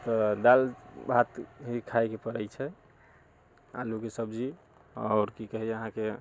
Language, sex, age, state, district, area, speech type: Maithili, male, 30-45, Bihar, Muzaffarpur, rural, spontaneous